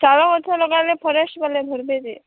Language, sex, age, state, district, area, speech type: Odia, female, 30-45, Odisha, Boudh, rural, conversation